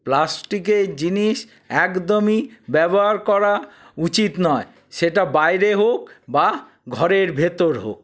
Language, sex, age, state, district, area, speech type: Bengali, male, 60+, West Bengal, Paschim Bardhaman, urban, spontaneous